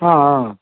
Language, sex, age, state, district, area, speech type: Tamil, male, 60+, Tamil Nadu, Dharmapuri, urban, conversation